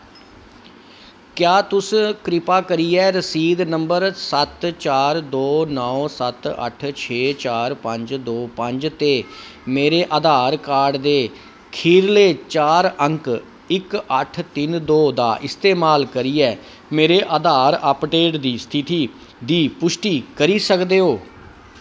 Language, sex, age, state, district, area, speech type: Dogri, male, 45-60, Jammu and Kashmir, Kathua, urban, read